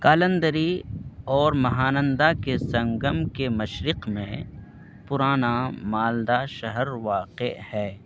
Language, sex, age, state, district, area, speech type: Urdu, male, 18-30, Bihar, Purnia, rural, read